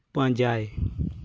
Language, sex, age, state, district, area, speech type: Santali, male, 45-60, Jharkhand, East Singhbhum, rural, read